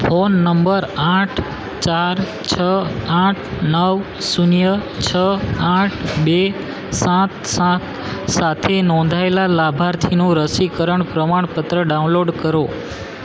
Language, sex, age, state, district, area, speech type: Gujarati, male, 18-30, Gujarat, Valsad, rural, read